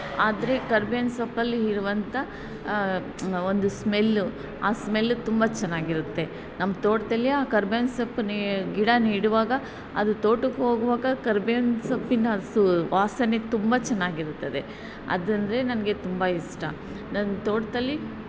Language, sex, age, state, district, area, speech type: Kannada, female, 45-60, Karnataka, Ramanagara, rural, spontaneous